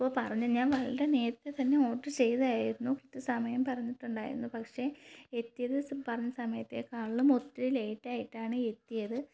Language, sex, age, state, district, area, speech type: Malayalam, female, 30-45, Kerala, Thiruvananthapuram, rural, spontaneous